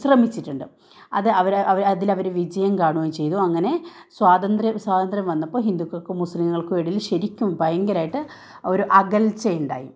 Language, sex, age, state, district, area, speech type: Malayalam, female, 30-45, Kerala, Kannur, urban, spontaneous